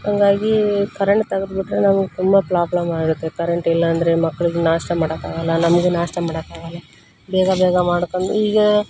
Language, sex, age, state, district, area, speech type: Kannada, female, 30-45, Karnataka, Koppal, rural, spontaneous